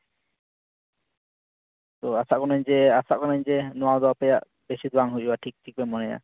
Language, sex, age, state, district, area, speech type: Santali, male, 18-30, West Bengal, Paschim Bardhaman, rural, conversation